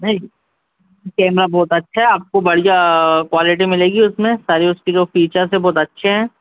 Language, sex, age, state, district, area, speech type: Hindi, male, 60+, Madhya Pradesh, Bhopal, urban, conversation